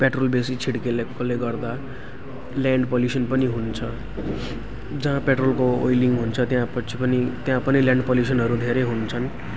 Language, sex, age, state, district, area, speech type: Nepali, male, 18-30, West Bengal, Jalpaiguri, rural, spontaneous